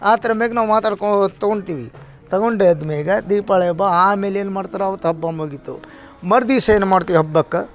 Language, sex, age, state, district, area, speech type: Kannada, male, 45-60, Karnataka, Vijayanagara, rural, spontaneous